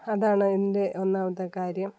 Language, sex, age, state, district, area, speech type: Malayalam, female, 30-45, Kerala, Kollam, rural, spontaneous